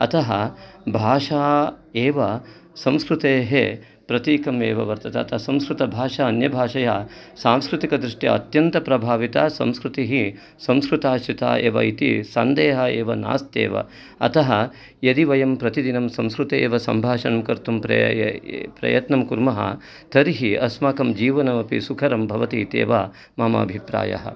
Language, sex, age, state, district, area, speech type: Sanskrit, male, 45-60, Karnataka, Uttara Kannada, urban, spontaneous